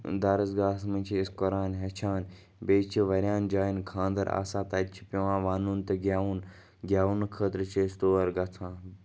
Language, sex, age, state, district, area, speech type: Kashmiri, male, 18-30, Jammu and Kashmir, Bandipora, rural, spontaneous